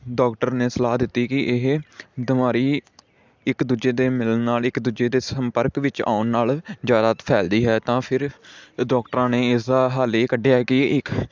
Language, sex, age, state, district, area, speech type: Punjabi, male, 18-30, Punjab, Amritsar, urban, spontaneous